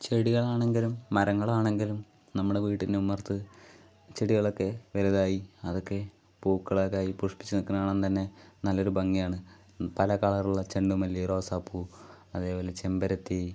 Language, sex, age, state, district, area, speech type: Malayalam, male, 18-30, Kerala, Palakkad, rural, spontaneous